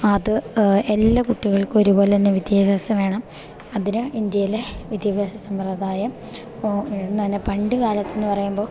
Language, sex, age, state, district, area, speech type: Malayalam, female, 18-30, Kerala, Idukki, rural, spontaneous